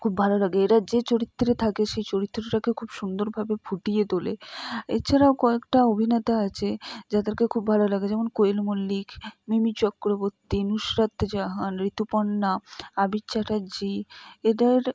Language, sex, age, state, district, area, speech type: Bengali, female, 30-45, West Bengal, Purba Bardhaman, urban, spontaneous